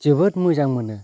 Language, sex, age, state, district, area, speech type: Bodo, male, 30-45, Assam, Kokrajhar, rural, spontaneous